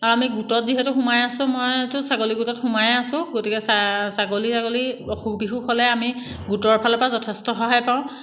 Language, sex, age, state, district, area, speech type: Assamese, female, 30-45, Assam, Jorhat, urban, spontaneous